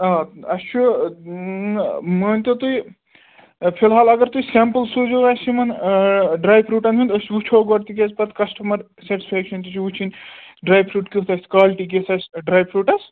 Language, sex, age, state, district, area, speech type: Kashmiri, male, 18-30, Jammu and Kashmir, Ganderbal, rural, conversation